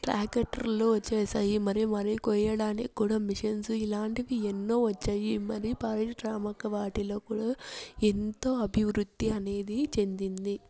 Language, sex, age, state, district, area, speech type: Telugu, female, 18-30, Andhra Pradesh, Chittoor, urban, spontaneous